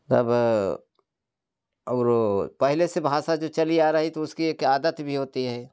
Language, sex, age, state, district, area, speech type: Hindi, male, 60+, Uttar Pradesh, Jaunpur, rural, spontaneous